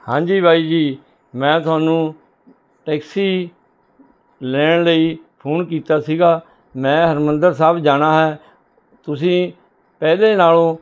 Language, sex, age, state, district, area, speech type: Punjabi, male, 60+, Punjab, Rupnagar, urban, spontaneous